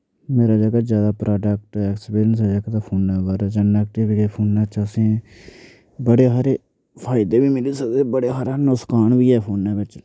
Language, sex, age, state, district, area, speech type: Dogri, male, 30-45, Jammu and Kashmir, Udhampur, urban, spontaneous